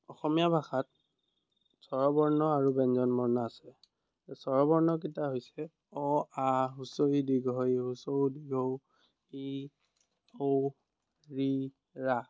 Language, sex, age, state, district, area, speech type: Assamese, male, 30-45, Assam, Biswanath, rural, spontaneous